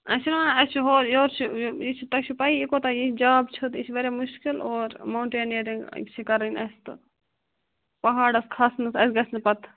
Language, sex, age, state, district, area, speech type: Kashmiri, female, 30-45, Jammu and Kashmir, Bandipora, rural, conversation